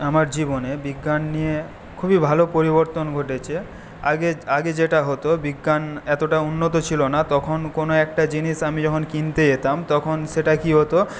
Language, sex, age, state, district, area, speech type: Bengali, male, 18-30, West Bengal, Paschim Medinipur, rural, spontaneous